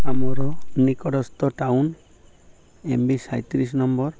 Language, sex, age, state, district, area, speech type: Odia, male, 30-45, Odisha, Malkangiri, urban, spontaneous